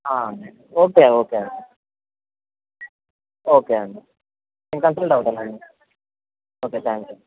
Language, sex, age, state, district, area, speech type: Telugu, male, 18-30, Andhra Pradesh, Anantapur, urban, conversation